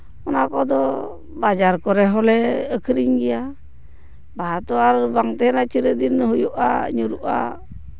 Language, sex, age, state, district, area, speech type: Santali, female, 45-60, West Bengal, Purba Bardhaman, rural, spontaneous